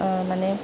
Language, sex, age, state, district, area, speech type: Assamese, female, 30-45, Assam, Nalbari, rural, spontaneous